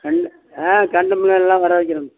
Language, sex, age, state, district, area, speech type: Tamil, male, 60+, Tamil Nadu, Kallakurichi, urban, conversation